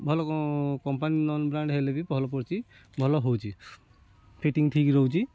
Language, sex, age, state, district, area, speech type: Odia, male, 60+, Odisha, Kendujhar, urban, spontaneous